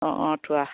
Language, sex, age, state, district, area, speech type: Assamese, female, 45-60, Assam, Dibrugarh, rural, conversation